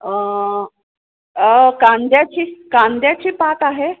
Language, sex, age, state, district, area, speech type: Marathi, female, 45-60, Maharashtra, Pune, urban, conversation